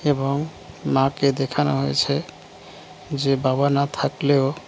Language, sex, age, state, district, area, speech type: Bengali, male, 30-45, West Bengal, Dakshin Dinajpur, urban, spontaneous